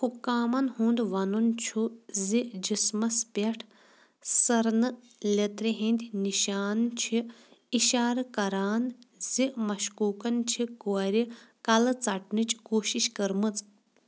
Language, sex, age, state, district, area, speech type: Kashmiri, female, 30-45, Jammu and Kashmir, Kulgam, rural, read